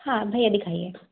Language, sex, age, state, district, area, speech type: Hindi, male, 30-45, Madhya Pradesh, Balaghat, rural, conversation